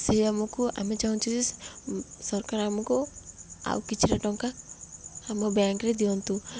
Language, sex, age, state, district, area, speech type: Odia, female, 18-30, Odisha, Ganjam, urban, spontaneous